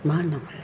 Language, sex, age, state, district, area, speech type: Bodo, female, 60+, Assam, Chirang, urban, spontaneous